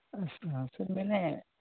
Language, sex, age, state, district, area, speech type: Urdu, male, 18-30, Bihar, Khagaria, rural, conversation